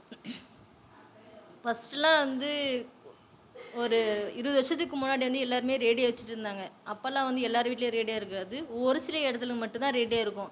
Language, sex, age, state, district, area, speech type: Tamil, female, 30-45, Tamil Nadu, Tiruvannamalai, rural, spontaneous